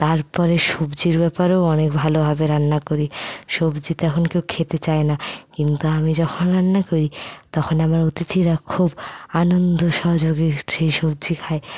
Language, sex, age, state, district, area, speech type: Bengali, female, 60+, West Bengal, Purulia, rural, spontaneous